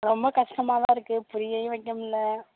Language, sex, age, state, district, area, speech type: Tamil, female, 18-30, Tamil Nadu, Tiruvarur, rural, conversation